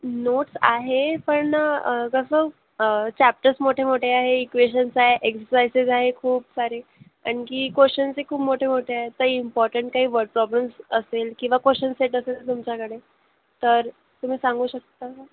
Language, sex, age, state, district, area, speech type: Marathi, female, 18-30, Maharashtra, Nagpur, urban, conversation